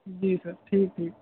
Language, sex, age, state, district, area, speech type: Urdu, male, 18-30, Delhi, North West Delhi, urban, conversation